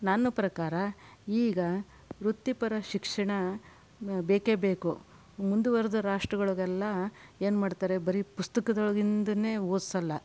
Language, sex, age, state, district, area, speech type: Kannada, female, 60+, Karnataka, Shimoga, rural, spontaneous